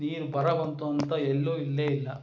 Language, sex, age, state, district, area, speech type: Kannada, male, 60+, Karnataka, Shimoga, rural, spontaneous